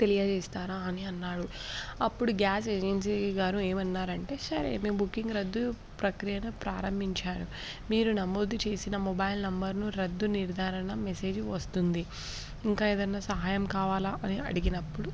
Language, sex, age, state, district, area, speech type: Telugu, female, 18-30, Telangana, Hyderabad, urban, spontaneous